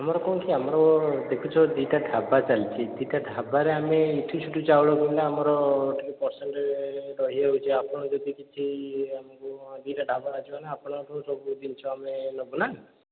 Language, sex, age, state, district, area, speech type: Odia, male, 18-30, Odisha, Puri, urban, conversation